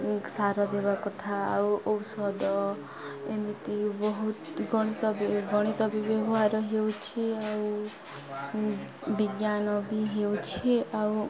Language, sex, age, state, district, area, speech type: Odia, female, 18-30, Odisha, Nuapada, urban, spontaneous